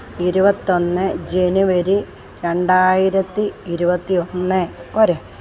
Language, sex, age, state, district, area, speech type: Malayalam, female, 60+, Kerala, Kollam, rural, spontaneous